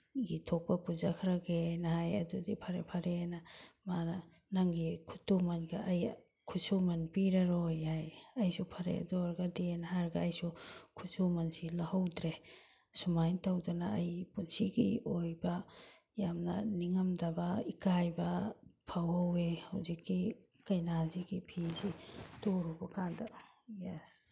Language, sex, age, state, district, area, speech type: Manipuri, female, 60+, Manipur, Bishnupur, rural, spontaneous